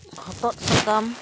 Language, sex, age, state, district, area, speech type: Santali, female, 45-60, West Bengal, Paschim Bardhaman, rural, spontaneous